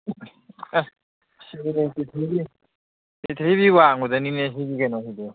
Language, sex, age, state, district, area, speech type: Manipuri, male, 30-45, Manipur, Kakching, rural, conversation